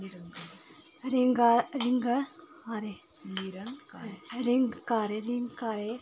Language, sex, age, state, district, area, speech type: Dogri, female, 30-45, Jammu and Kashmir, Samba, urban, spontaneous